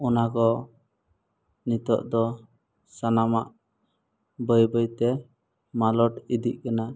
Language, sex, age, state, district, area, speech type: Santali, male, 18-30, Jharkhand, East Singhbhum, rural, spontaneous